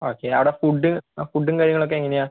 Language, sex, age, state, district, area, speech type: Malayalam, male, 18-30, Kerala, Palakkad, rural, conversation